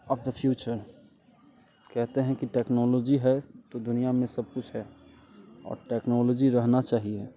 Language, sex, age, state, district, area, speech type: Hindi, male, 30-45, Bihar, Muzaffarpur, rural, spontaneous